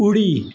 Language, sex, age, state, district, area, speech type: Goan Konkani, male, 60+, Goa, Bardez, rural, read